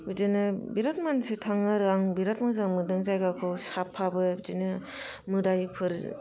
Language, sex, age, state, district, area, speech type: Bodo, female, 30-45, Assam, Kokrajhar, rural, spontaneous